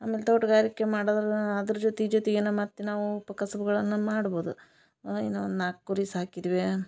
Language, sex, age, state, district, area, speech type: Kannada, female, 30-45, Karnataka, Koppal, rural, spontaneous